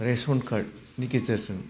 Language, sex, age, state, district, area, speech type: Bodo, male, 45-60, Assam, Udalguri, urban, spontaneous